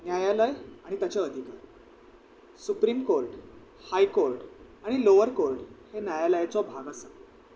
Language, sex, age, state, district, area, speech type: Goan Konkani, male, 18-30, Goa, Salcete, urban, spontaneous